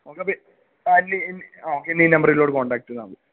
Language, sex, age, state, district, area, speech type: Malayalam, male, 18-30, Kerala, Idukki, rural, conversation